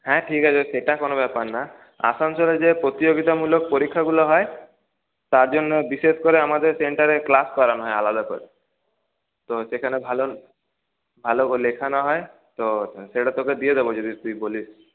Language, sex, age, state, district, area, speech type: Bengali, male, 30-45, West Bengal, Paschim Bardhaman, urban, conversation